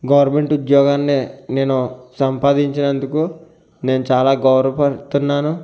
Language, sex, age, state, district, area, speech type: Telugu, male, 30-45, Andhra Pradesh, Konaseema, rural, spontaneous